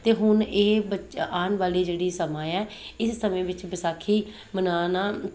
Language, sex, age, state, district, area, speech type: Punjabi, female, 45-60, Punjab, Pathankot, rural, spontaneous